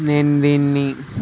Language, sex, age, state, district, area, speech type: Telugu, male, 18-30, Telangana, Nalgonda, urban, spontaneous